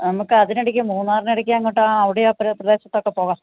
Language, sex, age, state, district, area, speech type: Malayalam, female, 45-60, Kerala, Kannur, rural, conversation